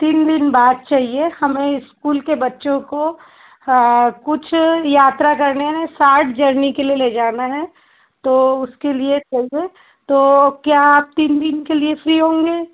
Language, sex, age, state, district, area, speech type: Hindi, female, 30-45, Madhya Pradesh, Betul, urban, conversation